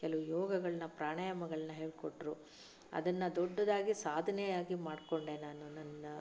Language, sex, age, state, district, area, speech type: Kannada, female, 45-60, Karnataka, Chitradurga, rural, spontaneous